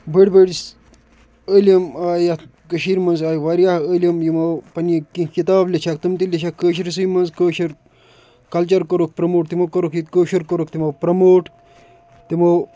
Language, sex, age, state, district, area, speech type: Kashmiri, male, 30-45, Jammu and Kashmir, Kupwara, rural, spontaneous